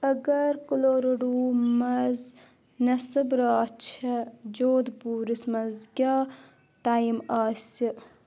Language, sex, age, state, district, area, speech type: Kashmiri, female, 18-30, Jammu and Kashmir, Budgam, rural, read